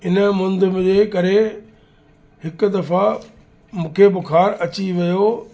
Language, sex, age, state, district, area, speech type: Sindhi, male, 60+, Uttar Pradesh, Lucknow, urban, spontaneous